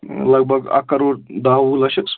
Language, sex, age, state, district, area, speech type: Kashmiri, male, 18-30, Jammu and Kashmir, Baramulla, rural, conversation